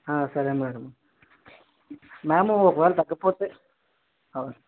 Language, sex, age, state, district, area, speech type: Telugu, male, 18-30, Andhra Pradesh, Visakhapatnam, rural, conversation